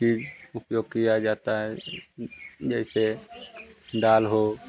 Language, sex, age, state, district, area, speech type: Hindi, male, 30-45, Bihar, Samastipur, urban, spontaneous